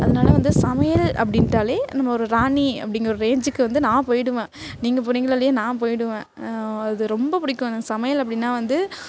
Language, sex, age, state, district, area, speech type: Tamil, female, 18-30, Tamil Nadu, Thanjavur, urban, spontaneous